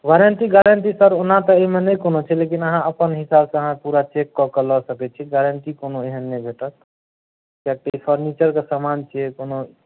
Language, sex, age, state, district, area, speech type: Maithili, male, 18-30, Bihar, Madhubani, rural, conversation